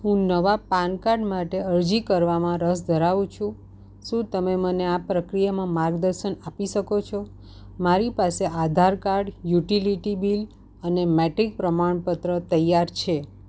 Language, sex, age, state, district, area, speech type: Gujarati, female, 45-60, Gujarat, Surat, urban, read